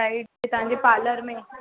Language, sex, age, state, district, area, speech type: Sindhi, female, 45-60, Uttar Pradesh, Lucknow, rural, conversation